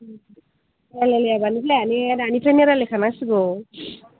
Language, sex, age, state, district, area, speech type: Bodo, female, 18-30, Assam, Chirang, urban, conversation